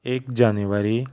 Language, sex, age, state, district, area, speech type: Goan Konkani, male, 18-30, Goa, Ponda, rural, spontaneous